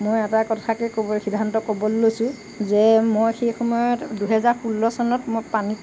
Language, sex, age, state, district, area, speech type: Assamese, female, 60+, Assam, Lakhimpur, rural, spontaneous